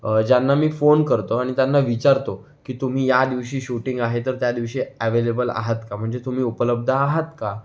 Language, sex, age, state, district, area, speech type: Marathi, male, 18-30, Maharashtra, Raigad, rural, spontaneous